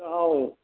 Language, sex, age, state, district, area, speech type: Manipuri, male, 60+, Manipur, Thoubal, rural, conversation